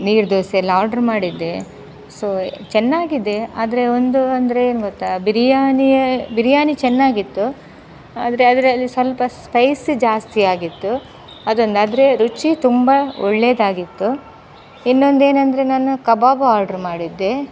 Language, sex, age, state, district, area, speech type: Kannada, female, 30-45, Karnataka, Udupi, rural, spontaneous